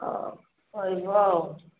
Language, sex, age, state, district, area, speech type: Odia, female, 45-60, Odisha, Angul, rural, conversation